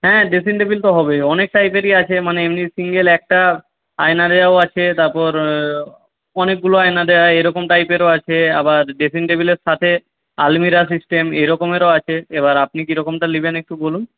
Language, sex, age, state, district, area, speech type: Bengali, male, 30-45, West Bengal, Jhargram, rural, conversation